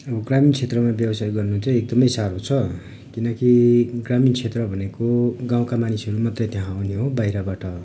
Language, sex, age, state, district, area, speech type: Nepali, male, 30-45, West Bengal, Darjeeling, rural, spontaneous